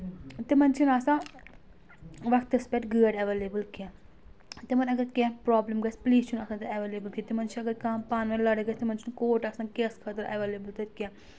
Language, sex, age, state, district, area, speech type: Kashmiri, female, 30-45, Jammu and Kashmir, Anantnag, rural, spontaneous